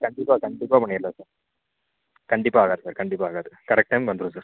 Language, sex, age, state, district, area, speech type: Tamil, male, 18-30, Tamil Nadu, Viluppuram, urban, conversation